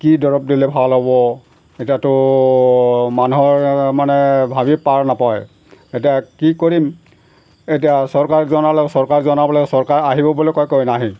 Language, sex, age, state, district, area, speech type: Assamese, male, 60+, Assam, Golaghat, rural, spontaneous